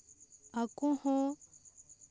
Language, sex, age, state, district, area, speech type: Santali, female, 18-30, West Bengal, Bankura, rural, spontaneous